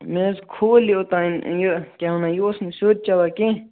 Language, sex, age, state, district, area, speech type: Kashmiri, male, 18-30, Jammu and Kashmir, Baramulla, rural, conversation